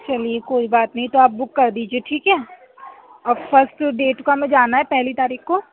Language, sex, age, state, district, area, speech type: Urdu, female, 45-60, Uttar Pradesh, Aligarh, rural, conversation